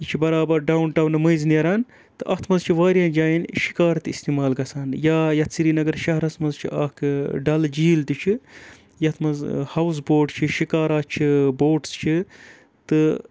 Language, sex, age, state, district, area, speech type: Kashmiri, male, 30-45, Jammu and Kashmir, Srinagar, urban, spontaneous